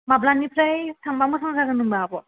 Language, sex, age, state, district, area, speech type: Bodo, female, 18-30, Assam, Kokrajhar, rural, conversation